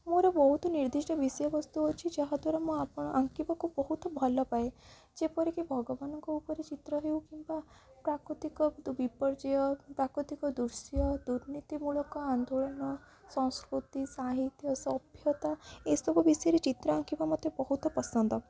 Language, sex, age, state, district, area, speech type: Odia, female, 18-30, Odisha, Jagatsinghpur, rural, spontaneous